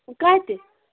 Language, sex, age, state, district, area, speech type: Kashmiri, female, 30-45, Jammu and Kashmir, Bandipora, rural, conversation